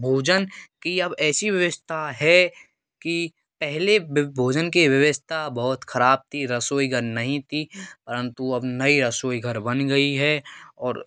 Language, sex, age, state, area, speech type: Hindi, male, 18-30, Rajasthan, rural, spontaneous